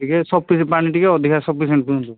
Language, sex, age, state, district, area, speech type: Odia, male, 45-60, Odisha, Angul, rural, conversation